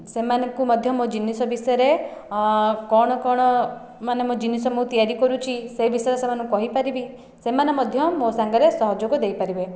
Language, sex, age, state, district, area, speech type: Odia, female, 18-30, Odisha, Khordha, rural, spontaneous